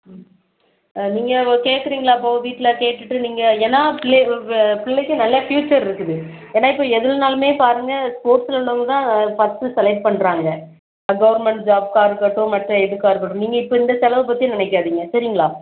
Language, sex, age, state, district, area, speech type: Tamil, female, 30-45, Tamil Nadu, Thoothukudi, urban, conversation